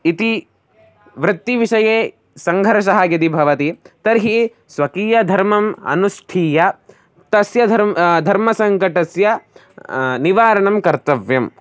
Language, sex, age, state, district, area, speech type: Sanskrit, male, 18-30, Karnataka, Davanagere, rural, spontaneous